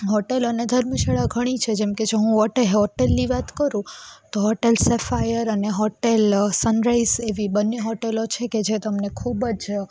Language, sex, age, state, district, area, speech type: Gujarati, female, 18-30, Gujarat, Rajkot, rural, spontaneous